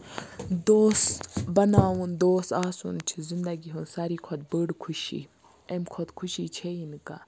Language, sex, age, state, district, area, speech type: Kashmiri, female, 18-30, Jammu and Kashmir, Baramulla, rural, spontaneous